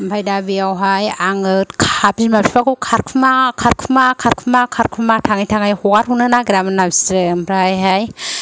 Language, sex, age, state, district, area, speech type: Bodo, female, 45-60, Assam, Kokrajhar, rural, spontaneous